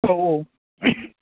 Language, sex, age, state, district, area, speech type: Bodo, male, 18-30, Assam, Baksa, rural, conversation